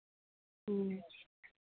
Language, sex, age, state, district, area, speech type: Hindi, female, 45-60, Bihar, Madhepura, rural, conversation